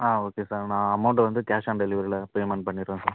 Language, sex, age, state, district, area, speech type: Tamil, male, 45-60, Tamil Nadu, Ariyalur, rural, conversation